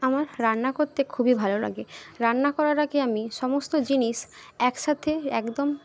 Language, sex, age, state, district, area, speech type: Bengali, female, 30-45, West Bengal, Jhargram, rural, spontaneous